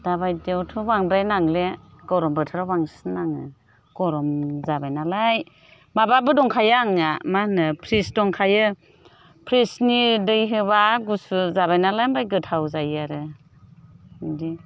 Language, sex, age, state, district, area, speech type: Bodo, female, 60+, Assam, Chirang, rural, spontaneous